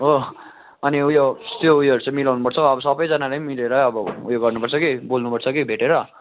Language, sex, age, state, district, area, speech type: Nepali, male, 18-30, West Bengal, Darjeeling, rural, conversation